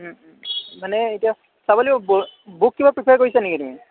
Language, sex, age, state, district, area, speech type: Assamese, male, 18-30, Assam, Kamrup Metropolitan, urban, conversation